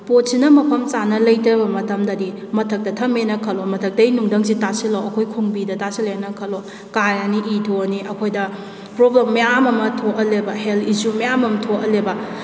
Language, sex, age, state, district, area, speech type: Manipuri, female, 30-45, Manipur, Kakching, rural, spontaneous